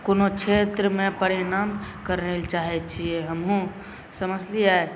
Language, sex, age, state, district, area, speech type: Maithili, male, 18-30, Bihar, Saharsa, rural, spontaneous